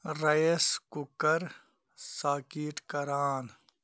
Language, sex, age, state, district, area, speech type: Kashmiri, male, 30-45, Jammu and Kashmir, Pulwama, urban, read